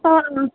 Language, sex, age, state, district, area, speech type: Assamese, female, 60+, Assam, Nagaon, rural, conversation